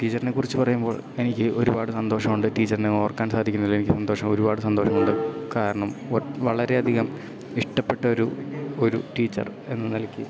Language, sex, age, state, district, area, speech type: Malayalam, male, 18-30, Kerala, Idukki, rural, spontaneous